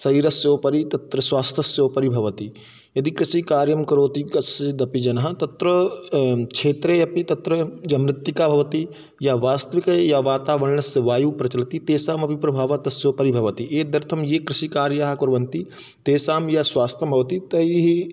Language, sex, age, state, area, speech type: Sanskrit, male, 18-30, Madhya Pradesh, rural, spontaneous